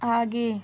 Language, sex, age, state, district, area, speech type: Hindi, female, 30-45, Bihar, Madhepura, rural, read